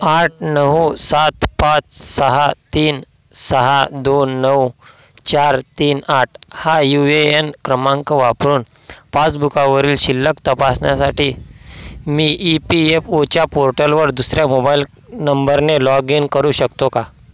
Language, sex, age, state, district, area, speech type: Marathi, male, 18-30, Maharashtra, Washim, rural, read